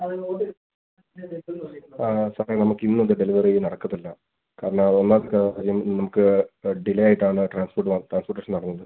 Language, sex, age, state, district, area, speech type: Malayalam, male, 18-30, Kerala, Pathanamthitta, rural, conversation